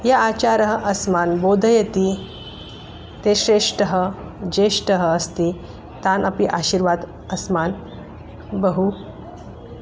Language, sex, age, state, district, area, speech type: Sanskrit, female, 45-60, Maharashtra, Nagpur, urban, spontaneous